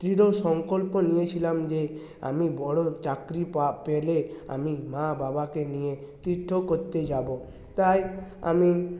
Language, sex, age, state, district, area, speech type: Bengali, male, 30-45, West Bengal, Purulia, urban, spontaneous